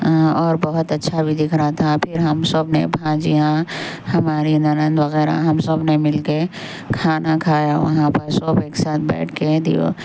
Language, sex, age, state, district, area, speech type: Urdu, female, 18-30, Telangana, Hyderabad, urban, spontaneous